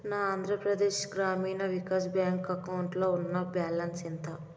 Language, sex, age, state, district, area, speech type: Telugu, female, 18-30, Telangana, Ranga Reddy, urban, read